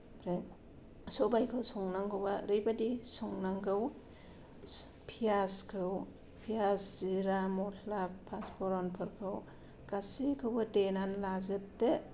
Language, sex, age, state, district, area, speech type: Bodo, female, 45-60, Assam, Kokrajhar, rural, spontaneous